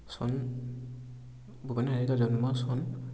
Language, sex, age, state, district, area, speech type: Assamese, male, 18-30, Assam, Dibrugarh, urban, spontaneous